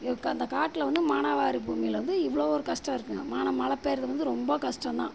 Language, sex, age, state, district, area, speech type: Tamil, female, 60+, Tamil Nadu, Perambalur, rural, spontaneous